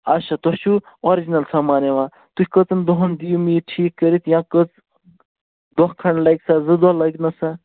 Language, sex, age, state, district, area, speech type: Kashmiri, male, 30-45, Jammu and Kashmir, Kupwara, rural, conversation